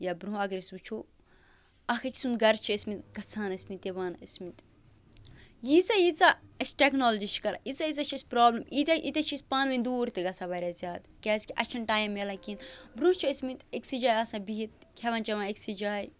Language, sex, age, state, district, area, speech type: Kashmiri, female, 18-30, Jammu and Kashmir, Bandipora, rural, spontaneous